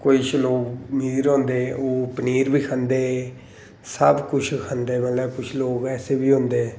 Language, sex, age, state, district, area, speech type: Dogri, male, 30-45, Jammu and Kashmir, Reasi, rural, spontaneous